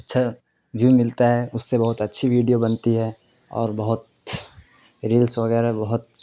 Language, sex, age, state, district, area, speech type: Urdu, male, 18-30, Bihar, Khagaria, rural, spontaneous